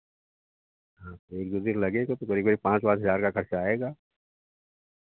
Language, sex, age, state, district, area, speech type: Hindi, male, 60+, Uttar Pradesh, Sitapur, rural, conversation